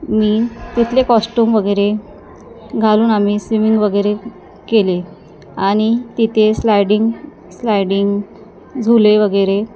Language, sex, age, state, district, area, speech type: Marathi, female, 30-45, Maharashtra, Wardha, rural, spontaneous